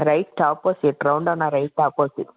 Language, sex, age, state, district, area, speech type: Tamil, male, 18-30, Tamil Nadu, Salem, rural, conversation